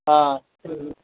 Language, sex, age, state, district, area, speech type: Tamil, male, 30-45, Tamil Nadu, Tiruvannamalai, urban, conversation